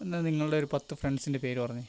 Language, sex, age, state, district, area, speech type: Malayalam, male, 18-30, Kerala, Wayanad, rural, spontaneous